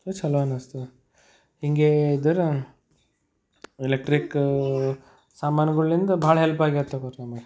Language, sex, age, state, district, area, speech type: Kannada, male, 30-45, Karnataka, Bidar, urban, spontaneous